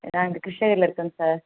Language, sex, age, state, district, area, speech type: Tamil, male, 18-30, Tamil Nadu, Krishnagiri, rural, conversation